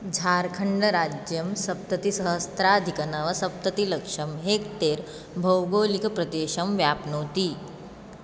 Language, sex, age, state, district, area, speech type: Sanskrit, female, 18-30, Maharashtra, Chandrapur, urban, read